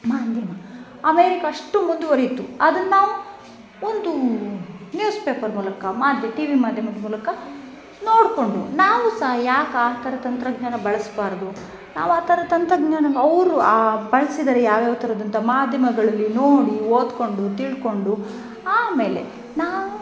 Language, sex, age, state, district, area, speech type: Kannada, female, 30-45, Karnataka, Chikkamagaluru, rural, spontaneous